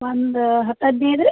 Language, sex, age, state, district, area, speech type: Kannada, female, 30-45, Karnataka, Gadag, rural, conversation